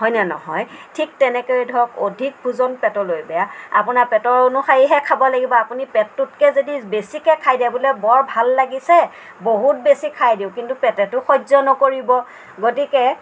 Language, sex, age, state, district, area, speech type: Assamese, female, 45-60, Assam, Nagaon, rural, spontaneous